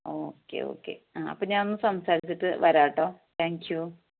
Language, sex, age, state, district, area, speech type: Malayalam, female, 30-45, Kerala, Ernakulam, rural, conversation